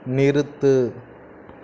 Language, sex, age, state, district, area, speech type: Tamil, male, 30-45, Tamil Nadu, Nagapattinam, rural, read